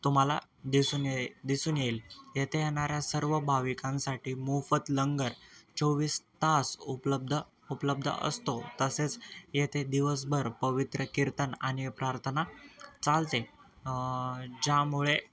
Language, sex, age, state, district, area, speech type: Marathi, male, 18-30, Maharashtra, Nanded, rural, spontaneous